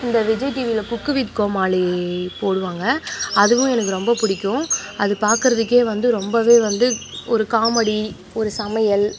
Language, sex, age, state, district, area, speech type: Tamil, female, 30-45, Tamil Nadu, Nagapattinam, rural, spontaneous